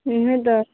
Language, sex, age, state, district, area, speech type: Maithili, female, 30-45, Bihar, Sitamarhi, urban, conversation